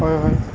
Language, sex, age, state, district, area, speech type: Assamese, male, 18-30, Assam, Nalbari, rural, spontaneous